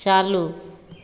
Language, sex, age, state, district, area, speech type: Hindi, female, 45-60, Bihar, Begusarai, urban, read